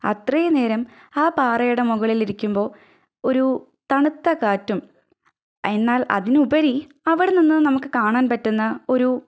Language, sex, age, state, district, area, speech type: Malayalam, female, 18-30, Kerala, Thrissur, rural, spontaneous